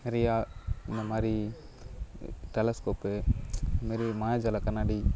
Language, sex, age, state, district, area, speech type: Tamil, male, 18-30, Tamil Nadu, Kallakurichi, rural, spontaneous